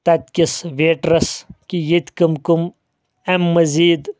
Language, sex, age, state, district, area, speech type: Kashmiri, male, 30-45, Jammu and Kashmir, Kulgam, rural, spontaneous